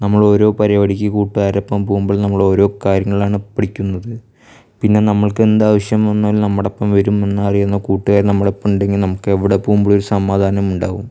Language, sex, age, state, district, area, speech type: Malayalam, male, 18-30, Kerala, Thrissur, rural, spontaneous